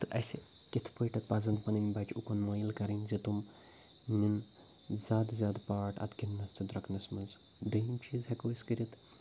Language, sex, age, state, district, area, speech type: Kashmiri, male, 18-30, Jammu and Kashmir, Ganderbal, rural, spontaneous